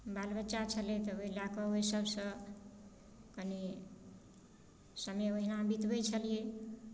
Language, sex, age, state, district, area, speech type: Maithili, female, 45-60, Bihar, Darbhanga, rural, spontaneous